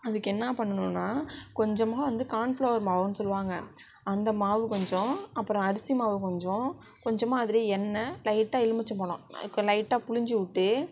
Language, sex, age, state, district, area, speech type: Tamil, female, 60+, Tamil Nadu, Sivaganga, rural, spontaneous